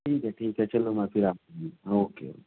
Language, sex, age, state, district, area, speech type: Urdu, male, 30-45, Maharashtra, Nashik, urban, conversation